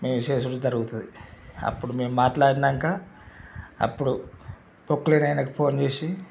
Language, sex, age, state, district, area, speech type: Telugu, male, 45-60, Telangana, Mancherial, rural, spontaneous